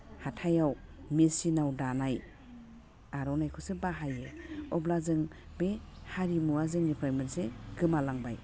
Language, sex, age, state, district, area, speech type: Bodo, female, 45-60, Assam, Udalguri, urban, spontaneous